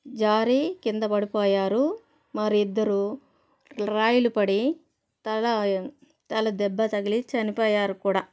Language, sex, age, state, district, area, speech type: Telugu, female, 30-45, Andhra Pradesh, Sri Balaji, rural, spontaneous